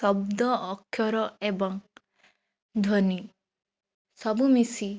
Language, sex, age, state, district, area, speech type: Odia, female, 18-30, Odisha, Jajpur, rural, spontaneous